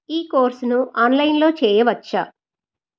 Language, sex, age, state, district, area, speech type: Telugu, female, 45-60, Telangana, Medchal, rural, read